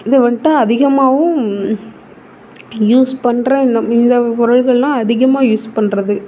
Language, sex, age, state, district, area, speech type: Tamil, female, 30-45, Tamil Nadu, Mayiladuthurai, urban, spontaneous